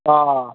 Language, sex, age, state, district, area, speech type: Assamese, male, 18-30, Assam, Morigaon, rural, conversation